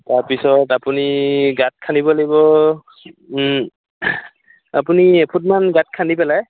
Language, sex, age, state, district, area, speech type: Assamese, male, 18-30, Assam, Sivasagar, rural, conversation